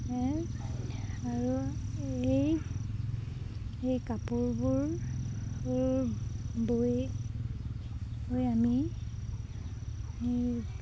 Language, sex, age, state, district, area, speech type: Assamese, female, 30-45, Assam, Sivasagar, rural, spontaneous